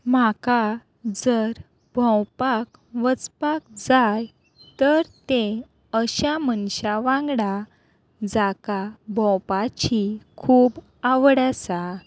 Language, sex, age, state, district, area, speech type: Goan Konkani, female, 30-45, Goa, Quepem, rural, spontaneous